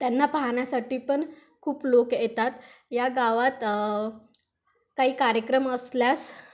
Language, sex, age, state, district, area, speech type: Marathi, female, 18-30, Maharashtra, Wardha, rural, spontaneous